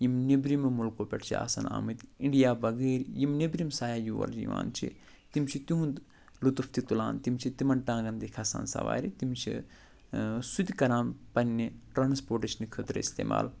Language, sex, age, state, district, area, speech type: Kashmiri, male, 45-60, Jammu and Kashmir, Budgam, rural, spontaneous